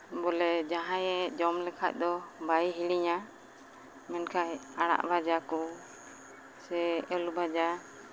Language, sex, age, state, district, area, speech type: Santali, female, 30-45, West Bengal, Uttar Dinajpur, rural, spontaneous